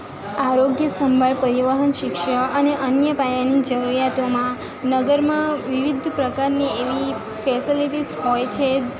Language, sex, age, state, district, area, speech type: Gujarati, female, 18-30, Gujarat, Valsad, rural, spontaneous